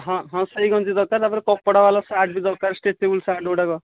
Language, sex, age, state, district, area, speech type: Odia, male, 18-30, Odisha, Nayagarh, rural, conversation